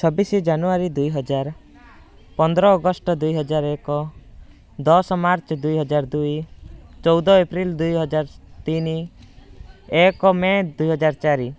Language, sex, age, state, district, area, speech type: Odia, male, 18-30, Odisha, Rayagada, rural, spontaneous